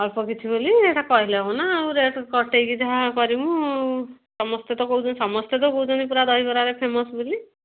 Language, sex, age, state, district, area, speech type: Odia, female, 30-45, Odisha, Kendujhar, urban, conversation